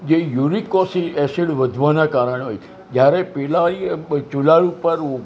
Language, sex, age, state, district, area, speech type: Gujarati, male, 60+, Gujarat, Narmada, urban, spontaneous